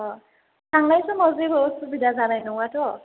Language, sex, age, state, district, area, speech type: Bodo, female, 18-30, Assam, Chirang, rural, conversation